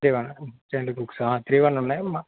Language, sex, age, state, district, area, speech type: Telugu, male, 18-30, Telangana, Yadadri Bhuvanagiri, urban, conversation